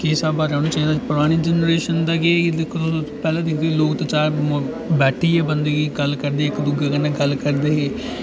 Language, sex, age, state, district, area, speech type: Dogri, male, 18-30, Jammu and Kashmir, Udhampur, urban, spontaneous